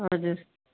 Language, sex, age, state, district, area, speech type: Nepali, female, 45-60, West Bengal, Darjeeling, rural, conversation